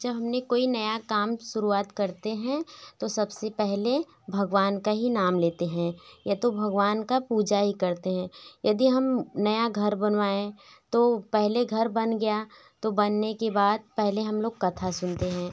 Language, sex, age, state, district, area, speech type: Hindi, female, 18-30, Uttar Pradesh, Varanasi, rural, spontaneous